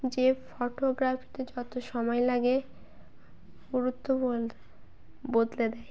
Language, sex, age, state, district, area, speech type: Bengali, female, 18-30, West Bengal, Birbhum, urban, spontaneous